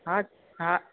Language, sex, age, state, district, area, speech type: Sindhi, female, 30-45, Gujarat, Junagadh, rural, conversation